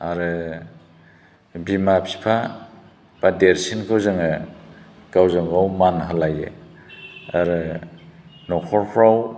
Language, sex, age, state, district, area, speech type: Bodo, male, 60+, Assam, Chirang, urban, spontaneous